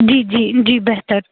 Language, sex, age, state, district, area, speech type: Urdu, female, 18-30, Jammu and Kashmir, Srinagar, urban, conversation